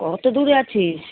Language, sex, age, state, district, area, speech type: Bengali, female, 60+, West Bengal, Kolkata, urban, conversation